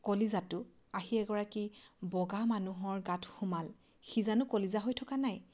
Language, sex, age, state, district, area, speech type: Assamese, female, 30-45, Assam, Majuli, urban, spontaneous